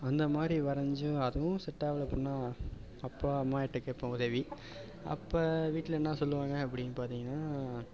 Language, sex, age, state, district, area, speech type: Tamil, male, 18-30, Tamil Nadu, Perambalur, urban, spontaneous